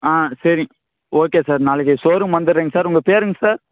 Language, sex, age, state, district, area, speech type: Tamil, male, 18-30, Tamil Nadu, Namakkal, rural, conversation